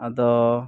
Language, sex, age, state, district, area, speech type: Santali, male, 18-30, Jharkhand, East Singhbhum, rural, spontaneous